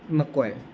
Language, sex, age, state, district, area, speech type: Marathi, male, 30-45, Maharashtra, Sangli, urban, spontaneous